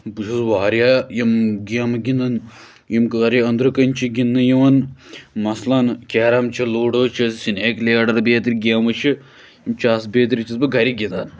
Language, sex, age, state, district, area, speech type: Kashmiri, male, 18-30, Jammu and Kashmir, Pulwama, urban, spontaneous